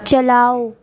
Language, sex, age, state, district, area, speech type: Urdu, female, 18-30, Uttar Pradesh, Gautam Buddha Nagar, urban, read